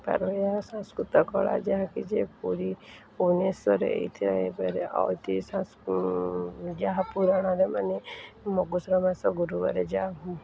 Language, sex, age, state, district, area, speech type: Odia, female, 45-60, Odisha, Sundergarh, urban, spontaneous